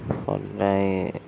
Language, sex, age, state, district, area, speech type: Assamese, male, 18-30, Assam, Sonitpur, urban, spontaneous